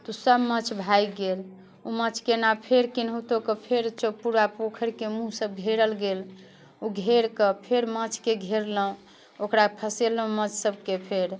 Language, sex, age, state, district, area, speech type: Maithili, female, 45-60, Bihar, Muzaffarpur, urban, spontaneous